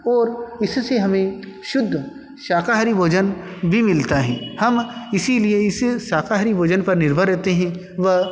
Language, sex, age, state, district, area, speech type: Hindi, male, 18-30, Madhya Pradesh, Ujjain, rural, spontaneous